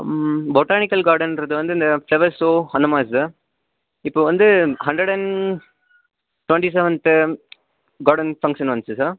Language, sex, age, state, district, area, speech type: Tamil, male, 18-30, Tamil Nadu, Nilgiris, urban, conversation